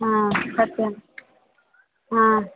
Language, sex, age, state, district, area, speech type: Sanskrit, female, 45-60, Karnataka, Dakshina Kannada, rural, conversation